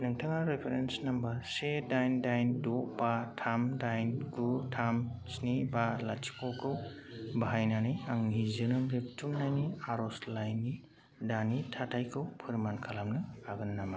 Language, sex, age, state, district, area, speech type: Bodo, male, 18-30, Assam, Kokrajhar, rural, read